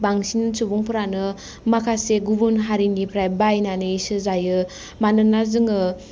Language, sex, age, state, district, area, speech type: Bodo, female, 18-30, Assam, Kokrajhar, rural, spontaneous